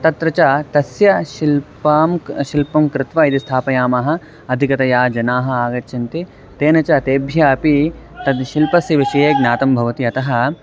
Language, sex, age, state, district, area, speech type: Sanskrit, male, 18-30, Karnataka, Mandya, rural, spontaneous